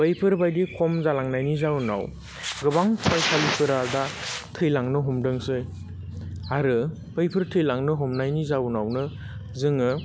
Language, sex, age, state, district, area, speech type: Bodo, male, 30-45, Assam, Baksa, urban, spontaneous